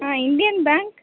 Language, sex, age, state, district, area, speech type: Tamil, female, 30-45, Tamil Nadu, Chennai, urban, conversation